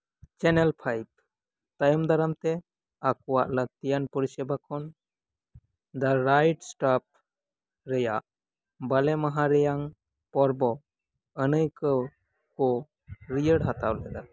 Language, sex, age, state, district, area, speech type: Santali, male, 18-30, West Bengal, Birbhum, rural, read